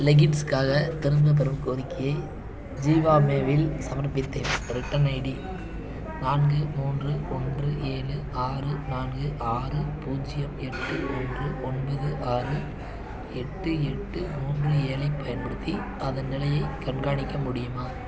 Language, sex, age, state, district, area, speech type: Tamil, male, 18-30, Tamil Nadu, Madurai, rural, read